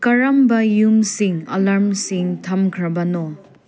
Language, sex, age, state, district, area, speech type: Manipuri, female, 30-45, Manipur, Senapati, urban, read